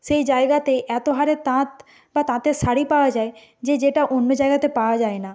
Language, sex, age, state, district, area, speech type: Bengali, female, 45-60, West Bengal, Purba Medinipur, rural, spontaneous